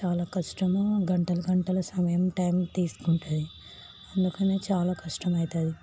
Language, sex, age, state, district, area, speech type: Telugu, female, 18-30, Telangana, Hyderabad, urban, spontaneous